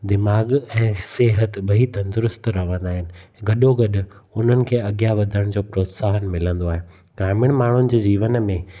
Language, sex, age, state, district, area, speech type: Sindhi, male, 30-45, Gujarat, Kutch, rural, spontaneous